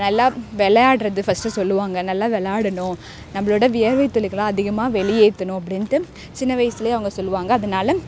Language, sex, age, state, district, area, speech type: Tamil, female, 18-30, Tamil Nadu, Perambalur, rural, spontaneous